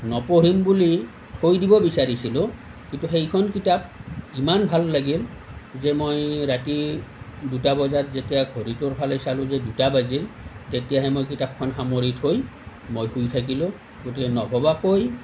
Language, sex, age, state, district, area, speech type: Assamese, male, 45-60, Assam, Nalbari, rural, spontaneous